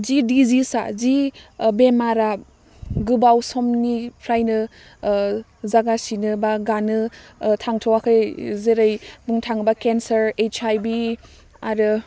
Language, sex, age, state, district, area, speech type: Bodo, female, 18-30, Assam, Udalguri, urban, spontaneous